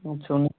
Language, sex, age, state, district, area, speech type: Bengali, male, 18-30, West Bengal, Jalpaiguri, rural, conversation